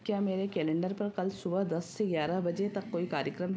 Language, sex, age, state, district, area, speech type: Hindi, female, 45-60, Madhya Pradesh, Ujjain, urban, read